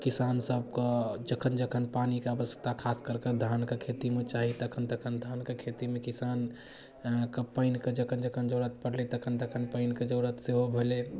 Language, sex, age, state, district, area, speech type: Maithili, male, 18-30, Bihar, Darbhanga, rural, spontaneous